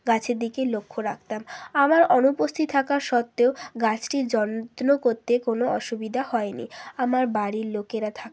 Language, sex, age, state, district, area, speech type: Bengali, female, 30-45, West Bengal, Hooghly, urban, spontaneous